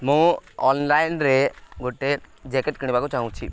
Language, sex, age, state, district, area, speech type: Odia, male, 18-30, Odisha, Nuapada, rural, spontaneous